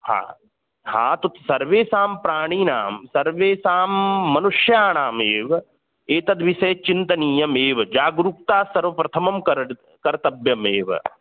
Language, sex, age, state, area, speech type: Sanskrit, male, 30-45, Uttar Pradesh, urban, conversation